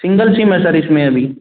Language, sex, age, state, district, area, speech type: Hindi, male, 18-30, Madhya Pradesh, Gwalior, rural, conversation